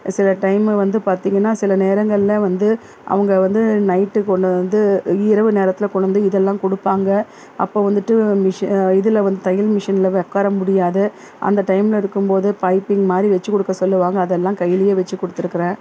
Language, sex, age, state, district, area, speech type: Tamil, female, 45-60, Tamil Nadu, Salem, rural, spontaneous